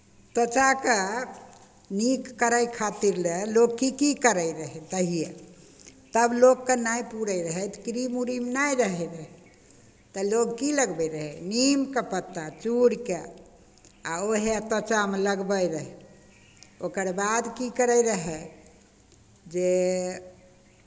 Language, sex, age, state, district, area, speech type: Maithili, female, 60+, Bihar, Begusarai, rural, spontaneous